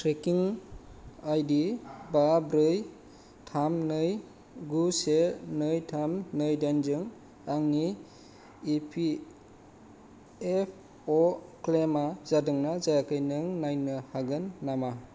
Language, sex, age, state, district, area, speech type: Bodo, male, 30-45, Assam, Kokrajhar, rural, read